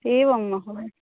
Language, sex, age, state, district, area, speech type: Sanskrit, female, 30-45, Telangana, Karimnagar, urban, conversation